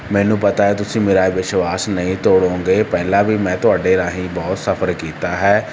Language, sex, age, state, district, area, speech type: Punjabi, male, 30-45, Punjab, Barnala, rural, spontaneous